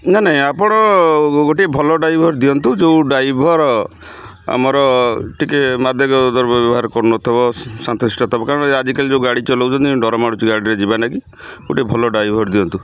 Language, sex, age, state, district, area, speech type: Odia, male, 60+, Odisha, Kendrapara, urban, spontaneous